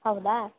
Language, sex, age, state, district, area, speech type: Kannada, female, 18-30, Karnataka, Gadag, urban, conversation